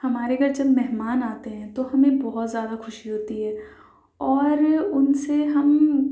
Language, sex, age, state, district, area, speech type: Urdu, female, 18-30, Delhi, South Delhi, urban, spontaneous